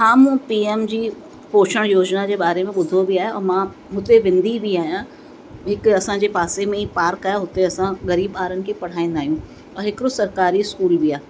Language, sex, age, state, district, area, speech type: Sindhi, female, 45-60, Uttar Pradesh, Lucknow, rural, spontaneous